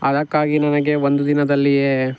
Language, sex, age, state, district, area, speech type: Kannada, male, 18-30, Karnataka, Tumkur, rural, spontaneous